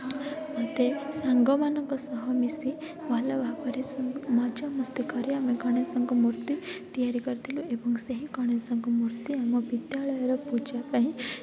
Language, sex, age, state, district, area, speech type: Odia, female, 18-30, Odisha, Rayagada, rural, spontaneous